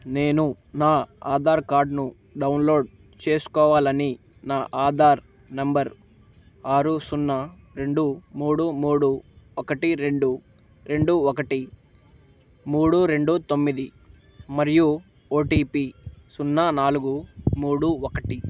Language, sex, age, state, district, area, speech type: Telugu, male, 18-30, Andhra Pradesh, Bapatla, urban, read